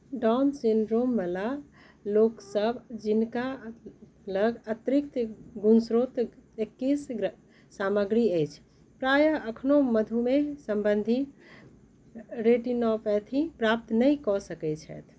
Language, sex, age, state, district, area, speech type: Maithili, other, 60+, Bihar, Madhubani, urban, read